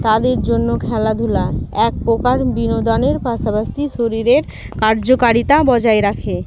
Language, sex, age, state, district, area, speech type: Bengali, female, 18-30, West Bengal, Murshidabad, rural, spontaneous